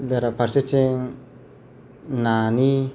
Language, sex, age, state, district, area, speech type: Bodo, male, 45-60, Assam, Kokrajhar, rural, spontaneous